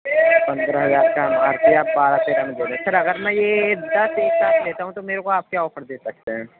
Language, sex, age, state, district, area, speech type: Urdu, male, 18-30, Uttar Pradesh, Gautam Buddha Nagar, urban, conversation